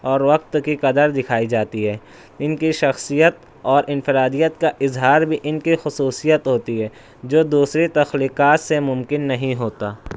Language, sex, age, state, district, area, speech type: Urdu, male, 60+, Maharashtra, Nashik, urban, spontaneous